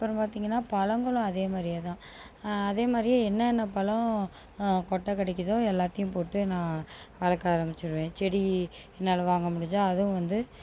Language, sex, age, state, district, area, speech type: Tamil, female, 30-45, Tamil Nadu, Tiruchirappalli, rural, spontaneous